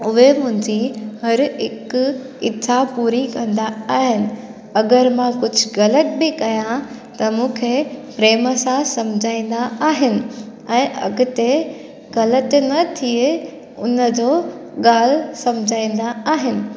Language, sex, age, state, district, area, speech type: Sindhi, female, 18-30, Gujarat, Junagadh, rural, spontaneous